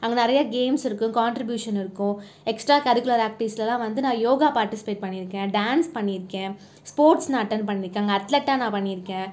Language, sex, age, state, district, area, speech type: Tamil, female, 30-45, Tamil Nadu, Cuddalore, urban, spontaneous